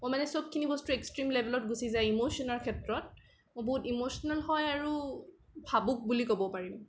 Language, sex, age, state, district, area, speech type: Assamese, female, 18-30, Assam, Kamrup Metropolitan, urban, spontaneous